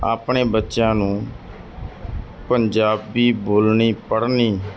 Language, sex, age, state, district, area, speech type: Punjabi, male, 30-45, Punjab, Mansa, urban, spontaneous